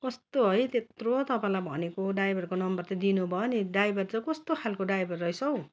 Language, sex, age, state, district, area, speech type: Nepali, female, 60+, West Bengal, Darjeeling, rural, spontaneous